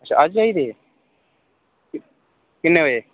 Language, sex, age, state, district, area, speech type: Dogri, male, 30-45, Jammu and Kashmir, Udhampur, rural, conversation